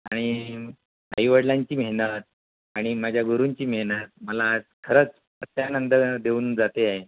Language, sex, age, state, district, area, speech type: Marathi, male, 60+, Maharashtra, Thane, rural, conversation